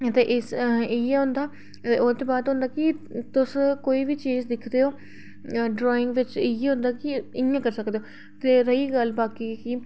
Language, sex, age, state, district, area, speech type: Dogri, female, 30-45, Jammu and Kashmir, Reasi, urban, spontaneous